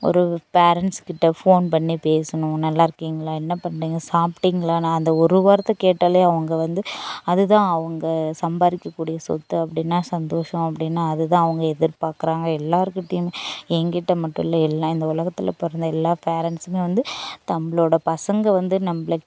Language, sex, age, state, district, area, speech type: Tamil, female, 18-30, Tamil Nadu, Dharmapuri, rural, spontaneous